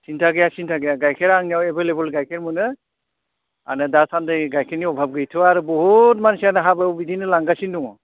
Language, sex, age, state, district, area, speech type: Bodo, male, 60+, Assam, Udalguri, urban, conversation